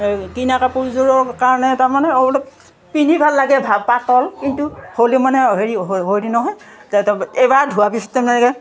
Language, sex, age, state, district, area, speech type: Assamese, female, 60+, Assam, Udalguri, rural, spontaneous